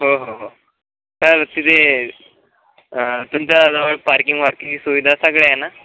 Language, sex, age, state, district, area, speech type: Marathi, male, 18-30, Maharashtra, Washim, rural, conversation